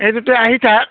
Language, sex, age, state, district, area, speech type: Assamese, male, 45-60, Assam, Barpeta, rural, conversation